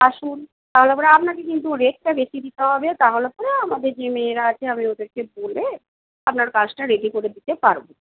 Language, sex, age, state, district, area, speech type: Bengali, female, 45-60, West Bengal, Purba Bardhaman, urban, conversation